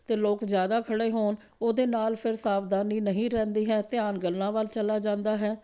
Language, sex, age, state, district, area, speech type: Punjabi, female, 45-60, Punjab, Amritsar, urban, spontaneous